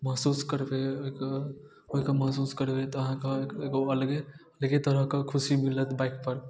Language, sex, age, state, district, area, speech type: Maithili, male, 18-30, Bihar, Darbhanga, rural, spontaneous